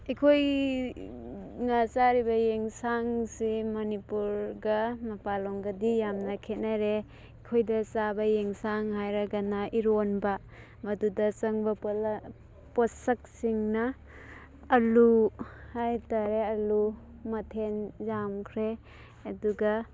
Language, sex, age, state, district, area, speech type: Manipuri, female, 18-30, Manipur, Thoubal, rural, spontaneous